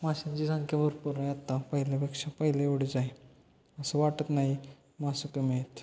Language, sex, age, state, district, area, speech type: Marathi, male, 18-30, Maharashtra, Satara, urban, spontaneous